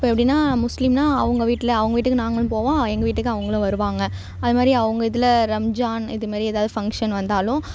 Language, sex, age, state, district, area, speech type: Tamil, female, 18-30, Tamil Nadu, Thanjavur, urban, spontaneous